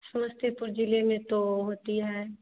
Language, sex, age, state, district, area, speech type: Hindi, female, 30-45, Bihar, Samastipur, rural, conversation